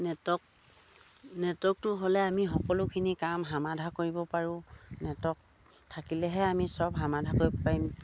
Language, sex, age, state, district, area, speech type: Assamese, female, 45-60, Assam, Dibrugarh, rural, spontaneous